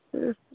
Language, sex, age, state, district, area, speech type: Maithili, female, 30-45, Bihar, Madhubani, rural, conversation